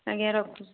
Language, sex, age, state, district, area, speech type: Odia, female, 45-60, Odisha, Kendujhar, urban, conversation